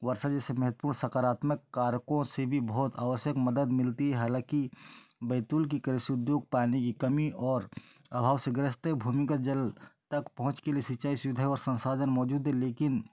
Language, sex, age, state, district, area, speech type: Hindi, male, 30-45, Madhya Pradesh, Betul, rural, spontaneous